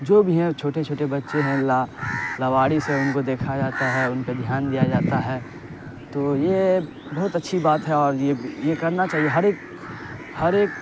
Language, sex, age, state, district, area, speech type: Urdu, male, 18-30, Bihar, Saharsa, urban, spontaneous